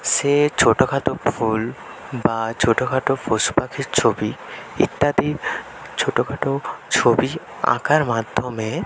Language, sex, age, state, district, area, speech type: Bengali, male, 18-30, West Bengal, North 24 Parganas, rural, spontaneous